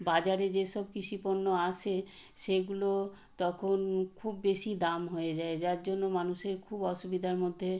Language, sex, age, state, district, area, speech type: Bengali, female, 60+, West Bengal, Purba Medinipur, rural, spontaneous